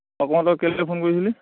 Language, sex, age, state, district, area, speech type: Assamese, male, 30-45, Assam, Lakhimpur, rural, conversation